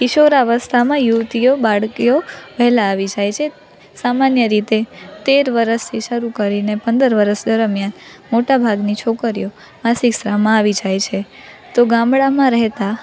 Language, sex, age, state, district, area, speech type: Gujarati, female, 18-30, Gujarat, Rajkot, urban, spontaneous